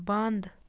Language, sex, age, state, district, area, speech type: Kashmiri, female, 30-45, Jammu and Kashmir, Budgam, rural, read